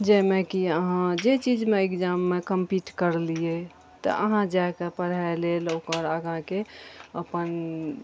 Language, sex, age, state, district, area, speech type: Maithili, female, 45-60, Bihar, Araria, rural, spontaneous